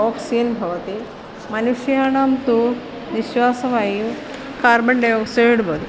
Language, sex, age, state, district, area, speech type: Sanskrit, female, 45-60, Kerala, Kollam, rural, spontaneous